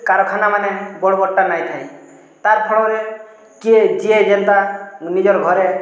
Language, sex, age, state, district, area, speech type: Odia, male, 30-45, Odisha, Boudh, rural, spontaneous